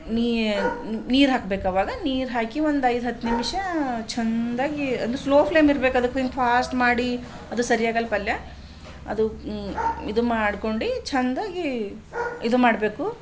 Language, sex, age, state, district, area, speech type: Kannada, female, 45-60, Karnataka, Bidar, urban, spontaneous